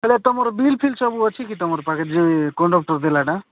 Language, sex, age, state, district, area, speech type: Odia, male, 45-60, Odisha, Nabarangpur, rural, conversation